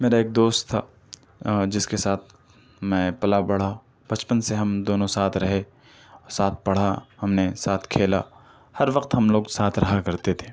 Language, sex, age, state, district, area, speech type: Urdu, male, 18-30, Delhi, Central Delhi, rural, spontaneous